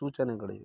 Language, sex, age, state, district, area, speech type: Kannada, male, 30-45, Karnataka, Mandya, rural, spontaneous